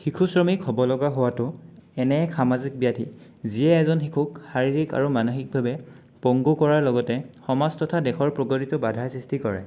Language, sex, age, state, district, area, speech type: Assamese, male, 18-30, Assam, Sonitpur, rural, spontaneous